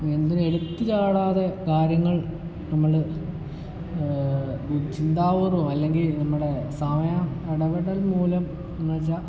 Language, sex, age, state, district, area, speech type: Malayalam, male, 18-30, Kerala, Kottayam, rural, spontaneous